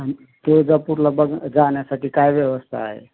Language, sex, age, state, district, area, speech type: Marathi, male, 45-60, Maharashtra, Osmanabad, rural, conversation